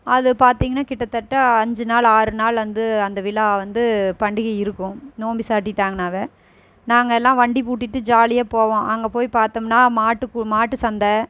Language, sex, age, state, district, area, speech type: Tamil, female, 30-45, Tamil Nadu, Erode, rural, spontaneous